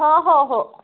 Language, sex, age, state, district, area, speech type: Marathi, female, 30-45, Maharashtra, Wardha, rural, conversation